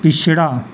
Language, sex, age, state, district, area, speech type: Dogri, male, 30-45, Jammu and Kashmir, Reasi, rural, read